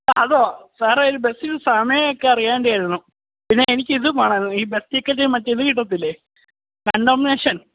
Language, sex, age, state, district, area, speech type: Malayalam, male, 18-30, Kerala, Idukki, rural, conversation